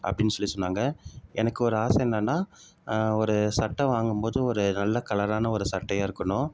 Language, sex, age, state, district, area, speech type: Tamil, male, 30-45, Tamil Nadu, Salem, urban, spontaneous